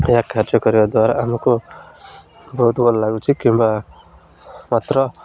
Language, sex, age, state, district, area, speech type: Odia, male, 18-30, Odisha, Malkangiri, urban, spontaneous